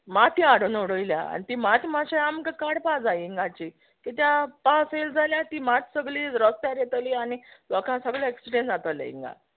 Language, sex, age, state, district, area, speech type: Goan Konkani, female, 45-60, Goa, Quepem, rural, conversation